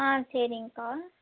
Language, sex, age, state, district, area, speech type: Tamil, female, 18-30, Tamil Nadu, Erode, rural, conversation